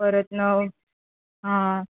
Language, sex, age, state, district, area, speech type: Marathi, female, 18-30, Maharashtra, Solapur, urban, conversation